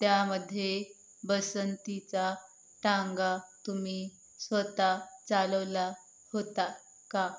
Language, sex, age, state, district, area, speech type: Marathi, female, 18-30, Maharashtra, Yavatmal, rural, spontaneous